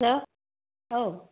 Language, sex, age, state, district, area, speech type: Bodo, female, 30-45, Assam, Kokrajhar, rural, conversation